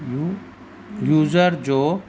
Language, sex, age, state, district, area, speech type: Sindhi, male, 30-45, Gujarat, Kutch, rural, read